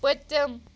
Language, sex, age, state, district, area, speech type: Kashmiri, female, 30-45, Jammu and Kashmir, Bandipora, rural, read